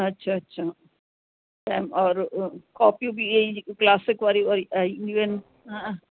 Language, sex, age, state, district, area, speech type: Sindhi, female, 60+, Uttar Pradesh, Lucknow, rural, conversation